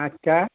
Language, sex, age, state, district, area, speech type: Bengali, male, 60+, West Bengal, Hooghly, rural, conversation